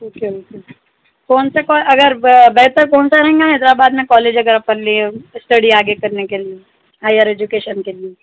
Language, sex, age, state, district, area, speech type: Urdu, female, 18-30, Telangana, Hyderabad, urban, conversation